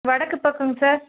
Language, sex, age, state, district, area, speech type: Tamil, female, 30-45, Tamil Nadu, Dharmapuri, rural, conversation